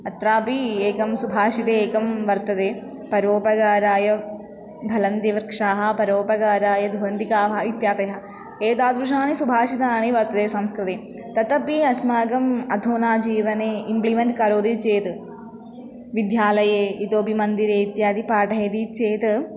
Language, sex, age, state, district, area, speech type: Sanskrit, female, 18-30, Kerala, Thrissur, urban, spontaneous